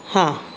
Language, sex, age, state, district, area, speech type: Kannada, female, 30-45, Karnataka, Davanagere, urban, spontaneous